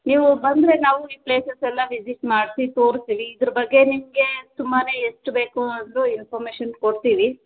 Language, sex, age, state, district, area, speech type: Kannada, female, 30-45, Karnataka, Kolar, rural, conversation